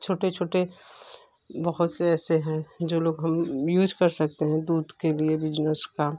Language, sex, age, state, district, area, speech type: Hindi, female, 30-45, Uttar Pradesh, Ghazipur, rural, spontaneous